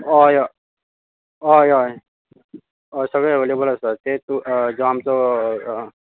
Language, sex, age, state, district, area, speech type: Goan Konkani, male, 30-45, Goa, Bardez, rural, conversation